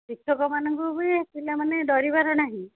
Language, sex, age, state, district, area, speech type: Odia, female, 30-45, Odisha, Dhenkanal, rural, conversation